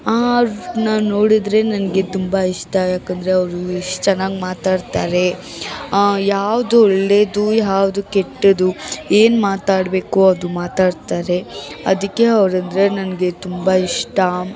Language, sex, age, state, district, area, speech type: Kannada, female, 18-30, Karnataka, Bangalore Urban, urban, spontaneous